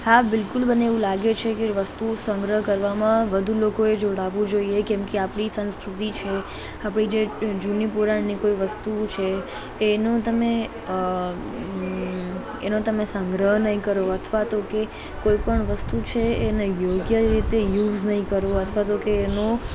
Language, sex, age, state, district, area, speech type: Gujarati, female, 30-45, Gujarat, Morbi, rural, spontaneous